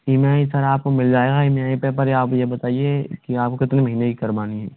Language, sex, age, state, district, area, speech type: Hindi, male, 45-60, Rajasthan, Karauli, rural, conversation